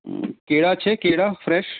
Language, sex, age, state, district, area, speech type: Gujarati, male, 30-45, Gujarat, Kheda, urban, conversation